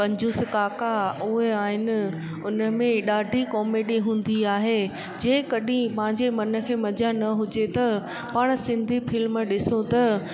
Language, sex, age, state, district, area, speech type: Sindhi, female, 30-45, Gujarat, Junagadh, urban, spontaneous